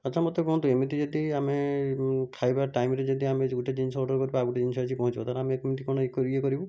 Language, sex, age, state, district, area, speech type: Odia, male, 30-45, Odisha, Cuttack, urban, spontaneous